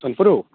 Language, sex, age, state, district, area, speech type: Odia, male, 18-30, Odisha, Subarnapur, urban, conversation